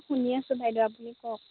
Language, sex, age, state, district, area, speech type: Assamese, female, 18-30, Assam, Majuli, urban, conversation